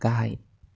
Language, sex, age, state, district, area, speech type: Bodo, male, 18-30, Assam, Kokrajhar, rural, read